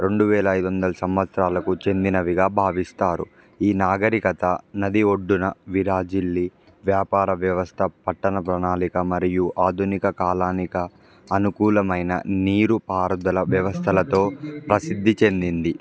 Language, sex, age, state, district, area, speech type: Telugu, male, 18-30, Andhra Pradesh, Palnadu, rural, spontaneous